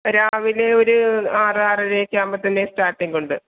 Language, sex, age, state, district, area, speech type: Malayalam, female, 45-60, Kerala, Alappuzha, rural, conversation